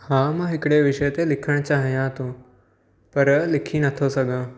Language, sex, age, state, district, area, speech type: Sindhi, male, 18-30, Gujarat, Surat, urban, spontaneous